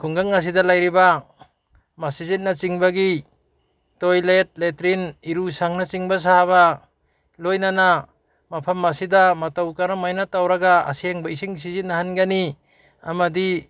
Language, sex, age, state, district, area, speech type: Manipuri, male, 60+, Manipur, Bishnupur, rural, spontaneous